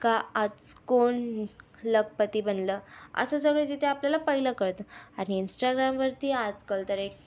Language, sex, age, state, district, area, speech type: Marathi, female, 18-30, Maharashtra, Thane, urban, spontaneous